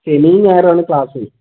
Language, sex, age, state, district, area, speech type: Malayalam, male, 18-30, Kerala, Wayanad, rural, conversation